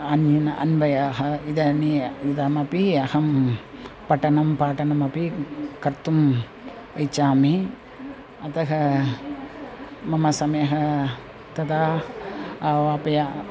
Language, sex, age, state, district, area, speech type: Sanskrit, female, 60+, Tamil Nadu, Chennai, urban, spontaneous